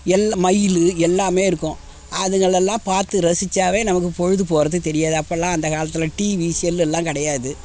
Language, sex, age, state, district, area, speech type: Tamil, female, 60+, Tamil Nadu, Tiruvannamalai, rural, spontaneous